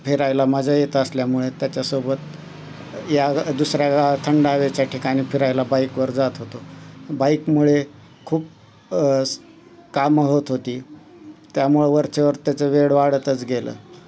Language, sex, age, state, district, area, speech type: Marathi, male, 45-60, Maharashtra, Osmanabad, rural, spontaneous